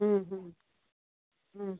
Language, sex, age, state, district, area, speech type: Bengali, female, 60+, West Bengal, Kolkata, urban, conversation